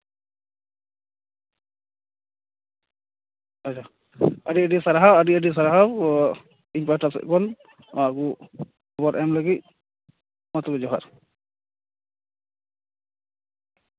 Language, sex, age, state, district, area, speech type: Santali, male, 30-45, West Bengal, Paschim Bardhaman, rural, conversation